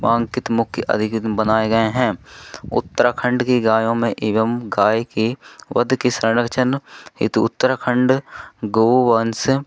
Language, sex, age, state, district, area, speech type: Hindi, male, 18-30, Madhya Pradesh, Seoni, urban, spontaneous